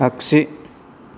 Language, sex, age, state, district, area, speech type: Bodo, male, 30-45, Assam, Kokrajhar, rural, read